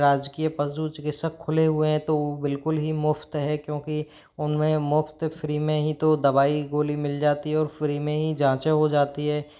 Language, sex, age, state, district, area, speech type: Hindi, male, 18-30, Rajasthan, Jaipur, urban, spontaneous